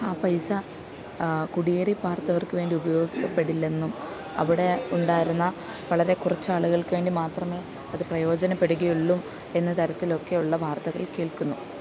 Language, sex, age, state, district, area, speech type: Malayalam, female, 30-45, Kerala, Alappuzha, rural, spontaneous